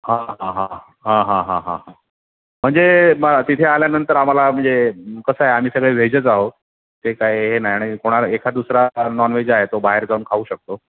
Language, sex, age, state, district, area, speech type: Marathi, male, 45-60, Maharashtra, Sindhudurg, rural, conversation